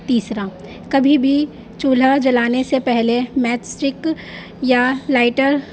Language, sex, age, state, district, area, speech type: Urdu, female, 18-30, Delhi, North East Delhi, urban, spontaneous